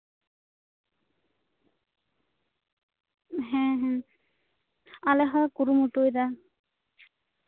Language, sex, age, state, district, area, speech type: Santali, female, 18-30, West Bengal, Bankura, rural, conversation